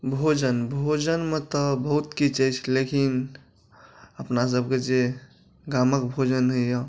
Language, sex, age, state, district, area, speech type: Maithili, male, 45-60, Bihar, Madhubani, urban, spontaneous